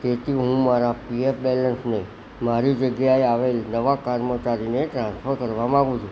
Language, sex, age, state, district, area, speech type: Gujarati, male, 60+, Gujarat, Kheda, rural, spontaneous